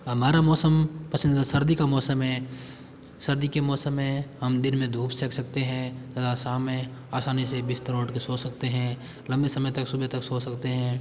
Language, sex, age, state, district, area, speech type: Hindi, male, 18-30, Rajasthan, Jodhpur, urban, spontaneous